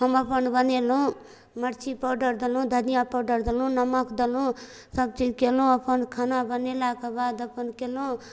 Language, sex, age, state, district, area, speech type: Maithili, female, 30-45, Bihar, Darbhanga, urban, spontaneous